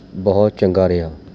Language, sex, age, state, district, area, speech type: Punjabi, male, 30-45, Punjab, Mohali, urban, spontaneous